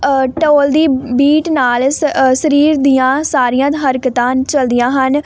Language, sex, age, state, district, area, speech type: Punjabi, female, 18-30, Punjab, Hoshiarpur, rural, spontaneous